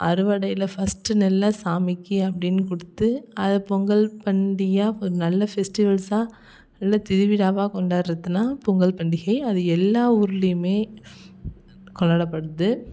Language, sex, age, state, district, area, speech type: Tamil, female, 18-30, Tamil Nadu, Thanjavur, rural, spontaneous